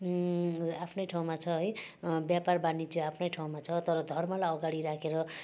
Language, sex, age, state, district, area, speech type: Nepali, female, 60+, West Bengal, Darjeeling, rural, spontaneous